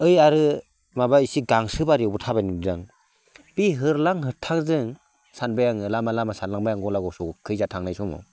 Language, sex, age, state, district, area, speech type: Bodo, male, 45-60, Assam, Baksa, rural, spontaneous